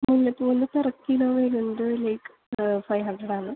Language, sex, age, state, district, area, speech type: Malayalam, female, 18-30, Kerala, Thrissur, rural, conversation